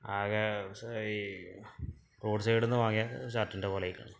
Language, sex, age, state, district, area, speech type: Malayalam, male, 30-45, Kerala, Malappuram, rural, spontaneous